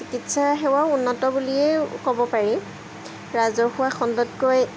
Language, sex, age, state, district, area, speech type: Assamese, female, 30-45, Assam, Jorhat, urban, spontaneous